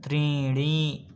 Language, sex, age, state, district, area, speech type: Sanskrit, male, 18-30, Manipur, Kangpokpi, rural, read